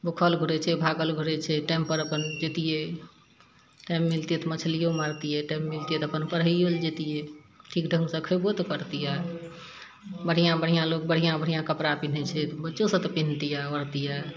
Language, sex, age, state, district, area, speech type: Maithili, female, 60+, Bihar, Madhepura, urban, spontaneous